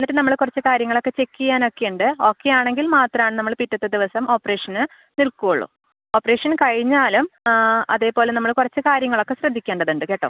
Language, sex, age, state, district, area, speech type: Malayalam, female, 30-45, Kerala, Thrissur, rural, conversation